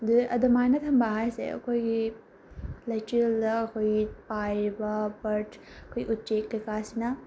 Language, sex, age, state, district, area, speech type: Manipuri, female, 18-30, Manipur, Bishnupur, rural, spontaneous